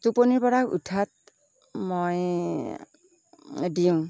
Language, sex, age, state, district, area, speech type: Assamese, female, 60+, Assam, Darrang, rural, spontaneous